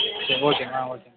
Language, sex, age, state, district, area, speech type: Tamil, male, 45-60, Tamil Nadu, Mayiladuthurai, rural, conversation